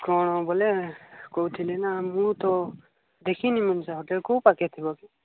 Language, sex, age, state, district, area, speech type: Odia, male, 18-30, Odisha, Nabarangpur, urban, conversation